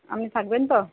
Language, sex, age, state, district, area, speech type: Bengali, female, 30-45, West Bengal, Uttar Dinajpur, urban, conversation